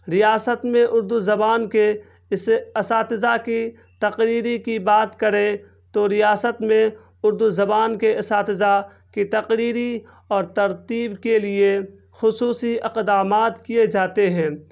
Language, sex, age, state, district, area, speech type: Urdu, male, 18-30, Bihar, Purnia, rural, spontaneous